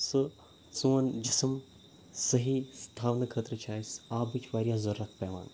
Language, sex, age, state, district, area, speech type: Kashmiri, male, 18-30, Jammu and Kashmir, Ganderbal, rural, spontaneous